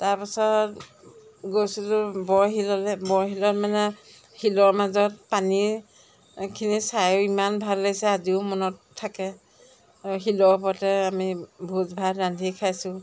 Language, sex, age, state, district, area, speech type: Assamese, female, 45-60, Assam, Jorhat, urban, spontaneous